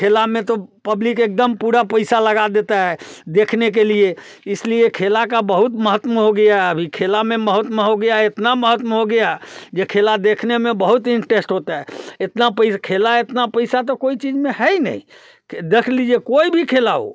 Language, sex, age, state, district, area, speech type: Hindi, male, 60+, Bihar, Muzaffarpur, rural, spontaneous